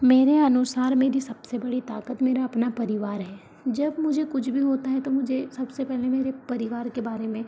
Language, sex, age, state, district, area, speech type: Hindi, female, 30-45, Madhya Pradesh, Balaghat, rural, spontaneous